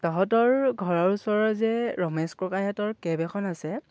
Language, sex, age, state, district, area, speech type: Assamese, male, 18-30, Assam, Dhemaji, rural, spontaneous